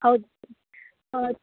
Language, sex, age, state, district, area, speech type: Kannada, female, 18-30, Karnataka, Uttara Kannada, rural, conversation